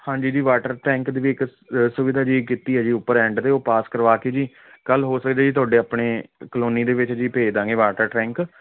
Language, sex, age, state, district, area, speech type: Punjabi, male, 18-30, Punjab, Fazilka, urban, conversation